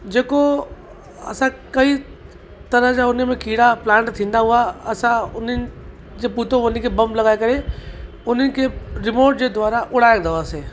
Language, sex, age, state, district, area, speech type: Sindhi, male, 30-45, Uttar Pradesh, Lucknow, rural, spontaneous